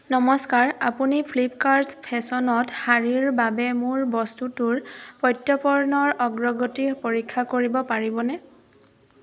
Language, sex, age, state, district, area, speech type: Assamese, female, 18-30, Assam, Dhemaji, urban, read